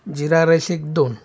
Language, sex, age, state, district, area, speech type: Marathi, male, 45-60, Maharashtra, Sangli, urban, spontaneous